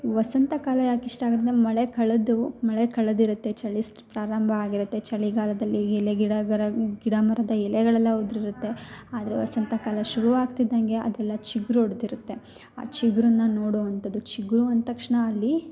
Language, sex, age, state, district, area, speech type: Kannada, female, 30-45, Karnataka, Hassan, rural, spontaneous